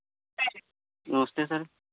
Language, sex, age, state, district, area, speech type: Hindi, male, 30-45, Uttar Pradesh, Varanasi, urban, conversation